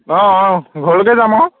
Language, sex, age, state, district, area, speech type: Assamese, male, 18-30, Assam, Sivasagar, rural, conversation